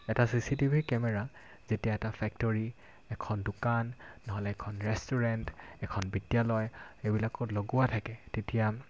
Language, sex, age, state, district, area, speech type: Assamese, male, 18-30, Assam, Golaghat, rural, spontaneous